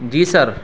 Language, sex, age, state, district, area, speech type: Urdu, male, 30-45, Uttar Pradesh, Saharanpur, urban, spontaneous